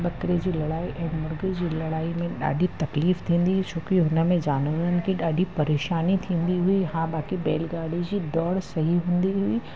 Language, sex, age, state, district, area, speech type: Sindhi, female, 30-45, Uttar Pradesh, Lucknow, rural, spontaneous